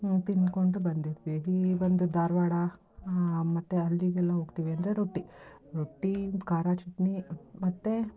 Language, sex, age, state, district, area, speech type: Kannada, female, 30-45, Karnataka, Mysore, rural, spontaneous